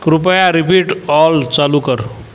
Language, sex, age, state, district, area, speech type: Marathi, male, 45-60, Maharashtra, Buldhana, rural, read